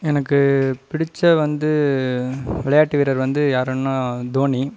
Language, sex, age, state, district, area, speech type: Tamil, male, 18-30, Tamil Nadu, Coimbatore, rural, spontaneous